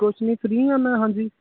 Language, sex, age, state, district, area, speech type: Punjabi, male, 30-45, Punjab, Hoshiarpur, urban, conversation